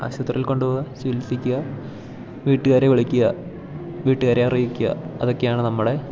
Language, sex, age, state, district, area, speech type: Malayalam, male, 18-30, Kerala, Idukki, rural, spontaneous